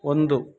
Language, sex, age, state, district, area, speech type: Kannada, male, 30-45, Karnataka, Mandya, rural, read